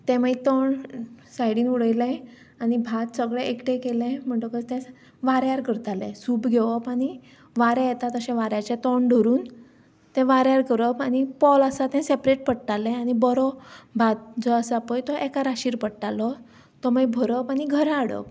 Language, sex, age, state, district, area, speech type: Goan Konkani, female, 30-45, Goa, Ponda, rural, spontaneous